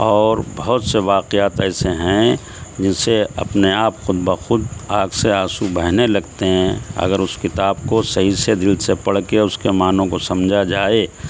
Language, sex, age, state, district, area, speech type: Urdu, male, 60+, Uttar Pradesh, Shahjahanpur, rural, spontaneous